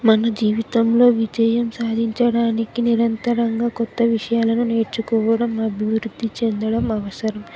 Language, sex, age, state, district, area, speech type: Telugu, female, 18-30, Telangana, Jayashankar, urban, spontaneous